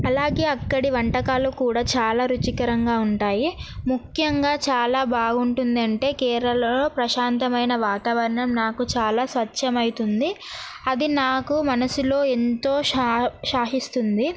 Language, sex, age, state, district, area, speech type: Telugu, female, 18-30, Telangana, Narayanpet, urban, spontaneous